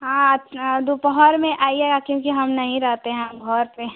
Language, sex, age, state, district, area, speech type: Hindi, female, 18-30, Uttar Pradesh, Chandauli, rural, conversation